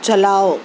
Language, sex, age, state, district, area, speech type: Urdu, female, 30-45, Telangana, Hyderabad, urban, read